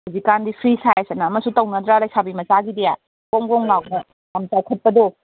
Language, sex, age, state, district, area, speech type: Manipuri, female, 18-30, Manipur, Kangpokpi, urban, conversation